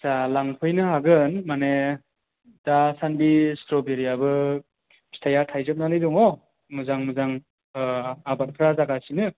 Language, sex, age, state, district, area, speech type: Bodo, male, 30-45, Assam, Chirang, rural, conversation